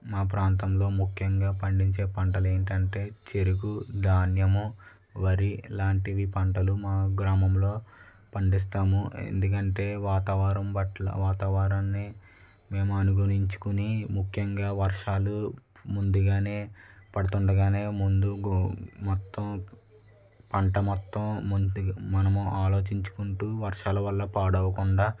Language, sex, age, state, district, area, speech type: Telugu, male, 18-30, Andhra Pradesh, West Godavari, rural, spontaneous